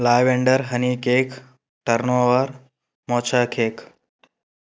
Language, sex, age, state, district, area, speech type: Telugu, male, 18-30, Andhra Pradesh, Kurnool, urban, spontaneous